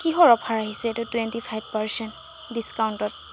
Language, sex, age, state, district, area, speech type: Assamese, female, 18-30, Assam, Golaghat, rural, spontaneous